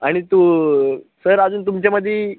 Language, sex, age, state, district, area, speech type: Marathi, male, 18-30, Maharashtra, Thane, urban, conversation